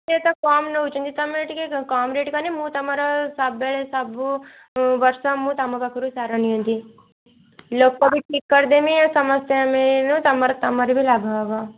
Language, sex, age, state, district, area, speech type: Odia, female, 18-30, Odisha, Kendujhar, urban, conversation